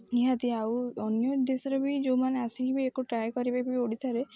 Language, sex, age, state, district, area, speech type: Odia, female, 18-30, Odisha, Jagatsinghpur, rural, spontaneous